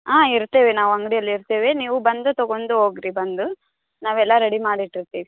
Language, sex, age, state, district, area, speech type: Kannada, female, 18-30, Karnataka, Bagalkot, rural, conversation